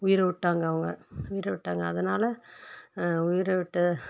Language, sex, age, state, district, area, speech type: Tamil, female, 30-45, Tamil Nadu, Tirupattur, rural, spontaneous